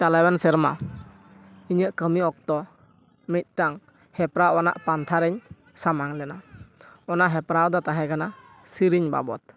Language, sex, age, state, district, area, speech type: Santali, male, 18-30, West Bengal, Purba Bardhaman, rural, spontaneous